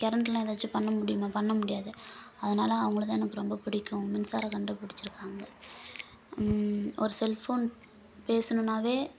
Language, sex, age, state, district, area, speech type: Tamil, female, 18-30, Tamil Nadu, Kallakurichi, rural, spontaneous